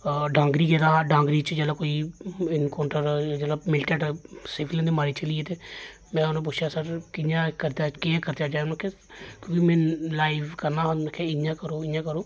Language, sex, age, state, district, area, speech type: Dogri, male, 30-45, Jammu and Kashmir, Jammu, urban, spontaneous